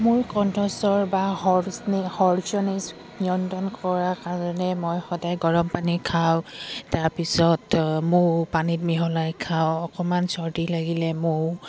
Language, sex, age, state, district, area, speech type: Assamese, female, 18-30, Assam, Udalguri, urban, spontaneous